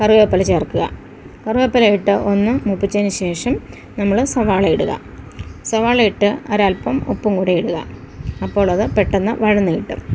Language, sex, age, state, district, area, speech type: Malayalam, female, 45-60, Kerala, Thiruvananthapuram, rural, spontaneous